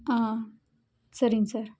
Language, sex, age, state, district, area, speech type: Tamil, female, 18-30, Tamil Nadu, Dharmapuri, rural, spontaneous